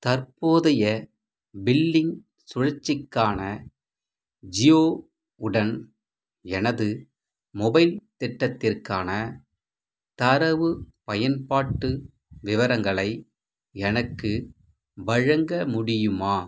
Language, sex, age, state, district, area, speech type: Tamil, male, 45-60, Tamil Nadu, Madurai, rural, read